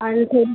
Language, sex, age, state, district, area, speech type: Marathi, female, 30-45, Maharashtra, Buldhana, urban, conversation